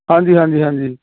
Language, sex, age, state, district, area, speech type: Punjabi, male, 45-60, Punjab, Shaheed Bhagat Singh Nagar, urban, conversation